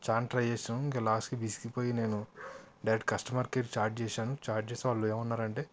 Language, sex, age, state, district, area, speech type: Telugu, male, 30-45, Telangana, Yadadri Bhuvanagiri, urban, spontaneous